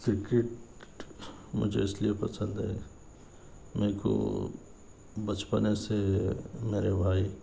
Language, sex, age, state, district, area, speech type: Urdu, male, 45-60, Telangana, Hyderabad, urban, spontaneous